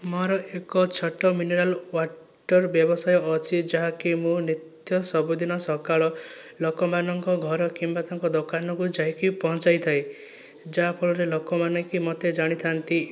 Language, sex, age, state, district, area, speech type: Odia, male, 18-30, Odisha, Kandhamal, rural, spontaneous